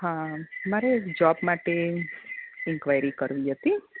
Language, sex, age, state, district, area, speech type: Gujarati, female, 30-45, Gujarat, Kheda, rural, conversation